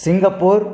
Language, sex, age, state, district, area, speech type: Tamil, male, 60+, Tamil Nadu, Krishnagiri, rural, spontaneous